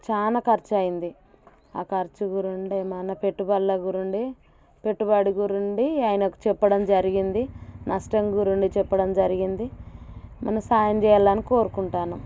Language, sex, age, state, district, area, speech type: Telugu, female, 30-45, Telangana, Warangal, rural, spontaneous